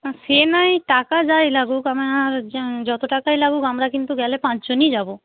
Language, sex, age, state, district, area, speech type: Bengali, female, 45-60, West Bengal, Purba Medinipur, rural, conversation